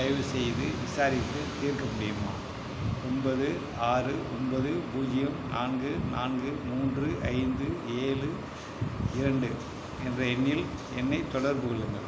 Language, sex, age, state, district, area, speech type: Tamil, male, 60+, Tamil Nadu, Madurai, rural, read